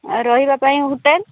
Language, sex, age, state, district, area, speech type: Odia, female, 45-60, Odisha, Angul, rural, conversation